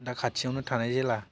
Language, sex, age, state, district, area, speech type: Bodo, male, 18-30, Assam, Baksa, rural, spontaneous